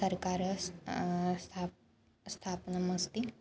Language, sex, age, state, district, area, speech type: Sanskrit, female, 18-30, Maharashtra, Nagpur, urban, spontaneous